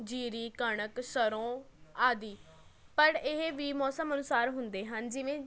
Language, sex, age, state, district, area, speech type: Punjabi, female, 18-30, Punjab, Patiala, urban, spontaneous